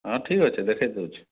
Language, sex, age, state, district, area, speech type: Odia, male, 30-45, Odisha, Kalahandi, rural, conversation